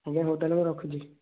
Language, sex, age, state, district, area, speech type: Odia, male, 18-30, Odisha, Kendujhar, urban, conversation